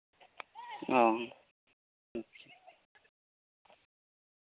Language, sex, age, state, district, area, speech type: Santali, male, 18-30, West Bengal, Jhargram, rural, conversation